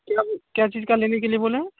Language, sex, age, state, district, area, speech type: Hindi, male, 18-30, Bihar, Vaishali, rural, conversation